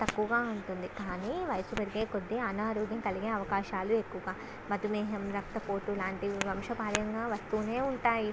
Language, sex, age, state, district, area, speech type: Telugu, female, 18-30, Andhra Pradesh, Visakhapatnam, urban, spontaneous